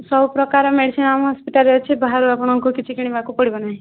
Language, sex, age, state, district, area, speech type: Odia, female, 18-30, Odisha, Subarnapur, urban, conversation